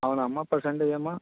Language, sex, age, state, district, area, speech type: Telugu, male, 18-30, Andhra Pradesh, Krishna, urban, conversation